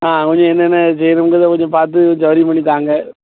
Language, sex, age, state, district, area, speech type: Tamil, male, 45-60, Tamil Nadu, Thoothukudi, rural, conversation